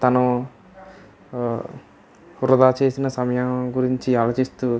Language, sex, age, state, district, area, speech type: Telugu, male, 18-30, Andhra Pradesh, West Godavari, rural, spontaneous